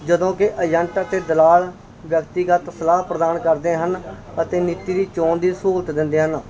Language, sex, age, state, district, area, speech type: Punjabi, male, 30-45, Punjab, Barnala, urban, spontaneous